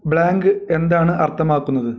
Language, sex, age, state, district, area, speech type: Malayalam, male, 30-45, Kerala, Kasaragod, rural, read